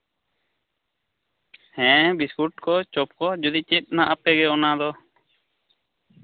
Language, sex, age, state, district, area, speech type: Santali, male, 30-45, Jharkhand, East Singhbhum, rural, conversation